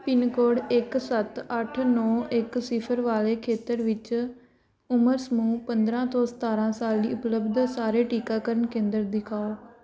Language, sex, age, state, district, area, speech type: Punjabi, female, 18-30, Punjab, Patiala, rural, read